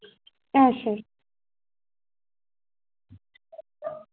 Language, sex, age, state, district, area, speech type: Dogri, female, 30-45, Jammu and Kashmir, Reasi, rural, conversation